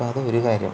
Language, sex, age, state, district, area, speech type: Malayalam, male, 30-45, Kerala, Palakkad, urban, spontaneous